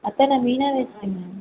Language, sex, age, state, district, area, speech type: Tamil, female, 30-45, Tamil Nadu, Erode, rural, conversation